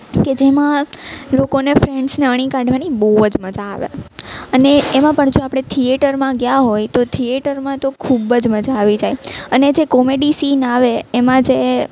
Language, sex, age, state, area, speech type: Gujarati, female, 18-30, Gujarat, urban, spontaneous